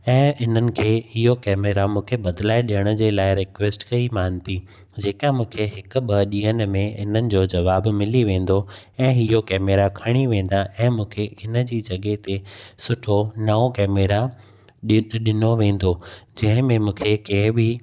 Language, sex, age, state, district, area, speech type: Sindhi, male, 30-45, Gujarat, Kutch, rural, spontaneous